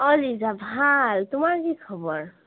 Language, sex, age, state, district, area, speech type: Assamese, female, 18-30, Assam, Sonitpur, rural, conversation